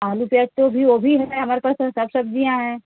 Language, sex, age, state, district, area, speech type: Hindi, female, 30-45, Uttar Pradesh, Ghazipur, rural, conversation